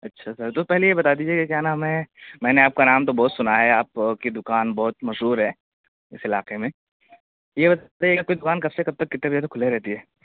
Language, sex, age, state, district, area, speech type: Urdu, male, 18-30, Uttar Pradesh, Siddharthnagar, rural, conversation